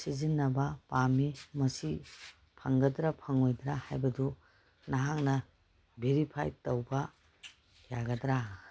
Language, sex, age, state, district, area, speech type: Manipuri, female, 45-60, Manipur, Kangpokpi, urban, read